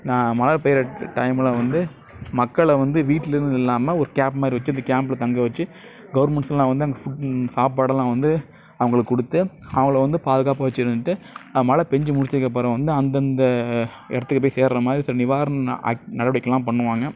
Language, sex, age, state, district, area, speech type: Tamil, male, 30-45, Tamil Nadu, Nagapattinam, rural, spontaneous